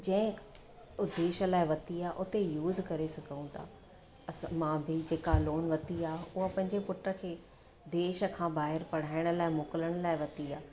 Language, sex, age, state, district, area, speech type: Sindhi, female, 45-60, Gujarat, Surat, urban, spontaneous